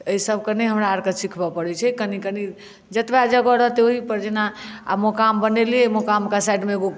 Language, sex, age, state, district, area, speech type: Maithili, female, 60+, Bihar, Madhubani, urban, spontaneous